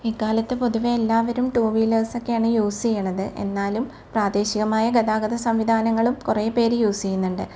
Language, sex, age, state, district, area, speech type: Malayalam, female, 45-60, Kerala, Ernakulam, rural, spontaneous